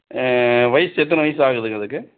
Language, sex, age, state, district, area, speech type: Tamil, male, 45-60, Tamil Nadu, Dharmapuri, urban, conversation